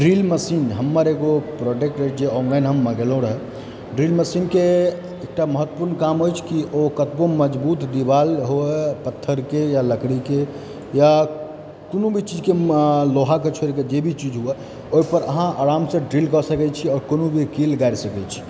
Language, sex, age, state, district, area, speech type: Maithili, male, 18-30, Bihar, Supaul, rural, spontaneous